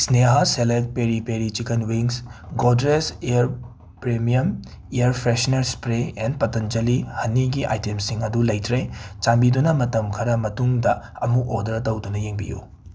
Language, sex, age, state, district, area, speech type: Manipuri, male, 18-30, Manipur, Imphal West, urban, read